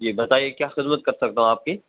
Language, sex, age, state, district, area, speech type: Urdu, male, 18-30, Uttar Pradesh, Saharanpur, urban, conversation